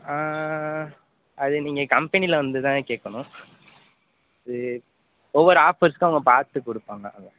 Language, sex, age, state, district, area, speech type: Tamil, male, 18-30, Tamil Nadu, Pudukkottai, rural, conversation